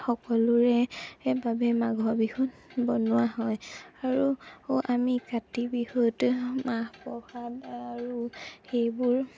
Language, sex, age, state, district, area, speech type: Assamese, female, 18-30, Assam, Majuli, urban, spontaneous